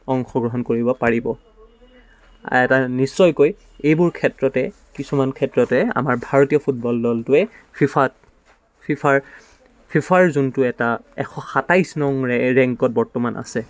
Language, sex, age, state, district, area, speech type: Assamese, male, 18-30, Assam, Dibrugarh, urban, spontaneous